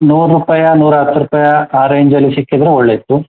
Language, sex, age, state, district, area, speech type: Kannada, male, 30-45, Karnataka, Udupi, rural, conversation